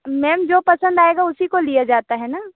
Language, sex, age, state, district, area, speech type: Hindi, female, 30-45, Madhya Pradesh, Balaghat, rural, conversation